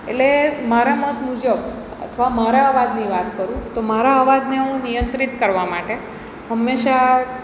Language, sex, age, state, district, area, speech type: Gujarati, female, 45-60, Gujarat, Surat, urban, spontaneous